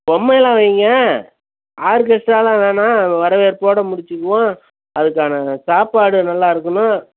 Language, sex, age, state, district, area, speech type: Tamil, male, 60+, Tamil Nadu, Perambalur, urban, conversation